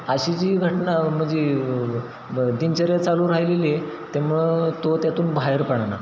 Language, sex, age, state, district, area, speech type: Marathi, male, 30-45, Maharashtra, Satara, rural, spontaneous